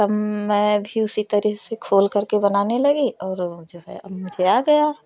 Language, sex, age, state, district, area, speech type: Hindi, female, 30-45, Uttar Pradesh, Prayagraj, urban, spontaneous